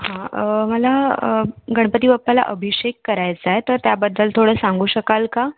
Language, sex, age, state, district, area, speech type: Marathi, female, 18-30, Maharashtra, Raigad, rural, conversation